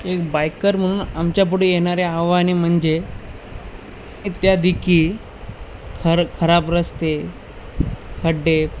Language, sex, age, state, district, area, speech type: Marathi, male, 30-45, Maharashtra, Nanded, rural, spontaneous